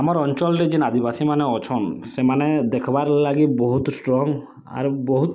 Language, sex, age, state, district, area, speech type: Odia, male, 18-30, Odisha, Bargarh, rural, spontaneous